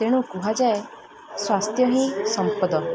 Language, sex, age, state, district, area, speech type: Odia, female, 30-45, Odisha, Koraput, urban, spontaneous